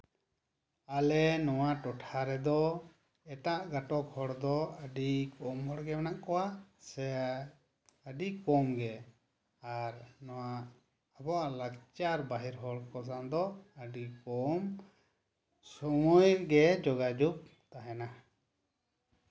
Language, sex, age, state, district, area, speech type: Santali, male, 30-45, West Bengal, Bankura, rural, spontaneous